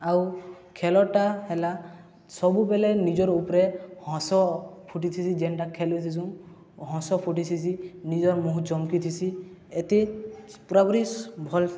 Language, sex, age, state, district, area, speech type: Odia, male, 18-30, Odisha, Subarnapur, urban, spontaneous